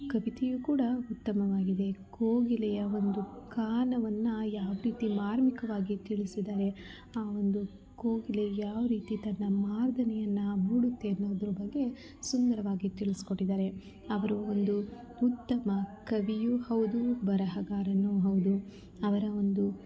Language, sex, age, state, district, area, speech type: Kannada, female, 30-45, Karnataka, Mandya, rural, spontaneous